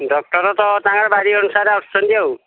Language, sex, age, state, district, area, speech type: Odia, male, 45-60, Odisha, Angul, rural, conversation